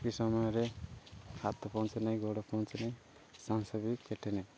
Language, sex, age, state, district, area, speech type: Odia, male, 30-45, Odisha, Nabarangpur, urban, spontaneous